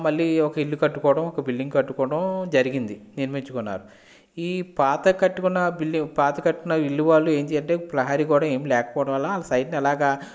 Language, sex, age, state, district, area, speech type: Telugu, male, 30-45, Andhra Pradesh, West Godavari, rural, spontaneous